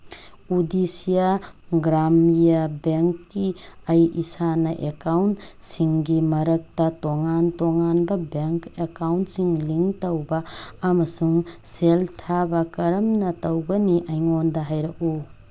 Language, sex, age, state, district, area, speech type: Manipuri, female, 30-45, Manipur, Tengnoupal, rural, read